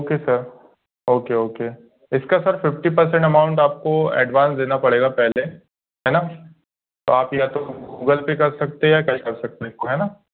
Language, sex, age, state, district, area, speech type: Hindi, male, 18-30, Madhya Pradesh, Bhopal, urban, conversation